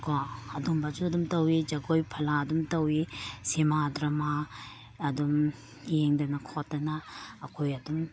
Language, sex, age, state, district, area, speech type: Manipuri, female, 30-45, Manipur, Imphal East, urban, spontaneous